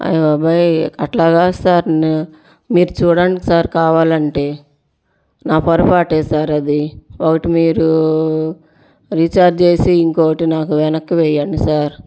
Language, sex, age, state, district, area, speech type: Telugu, female, 30-45, Andhra Pradesh, Bapatla, urban, spontaneous